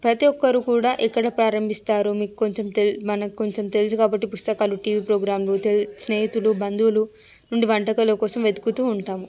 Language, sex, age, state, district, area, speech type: Telugu, female, 30-45, Telangana, Hyderabad, rural, spontaneous